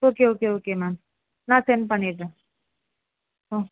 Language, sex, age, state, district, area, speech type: Tamil, female, 18-30, Tamil Nadu, Chennai, urban, conversation